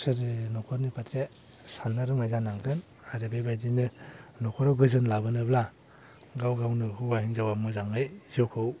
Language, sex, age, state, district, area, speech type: Bodo, male, 18-30, Assam, Baksa, rural, spontaneous